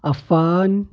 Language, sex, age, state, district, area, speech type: Urdu, male, 18-30, Uttar Pradesh, Shahjahanpur, urban, spontaneous